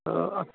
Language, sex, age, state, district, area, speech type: Kashmiri, male, 60+, Jammu and Kashmir, Srinagar, rural, conversation